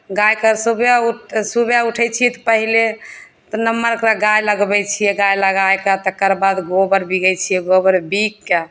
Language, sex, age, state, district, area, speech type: Maithili, female, 30-45, Bihar, Begusarai, rural, spontaneous